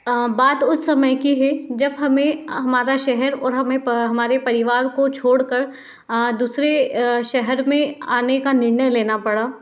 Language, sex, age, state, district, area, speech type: Hindi, female, 30-45, Madhya Pradesh, Indore, urban, spontaneous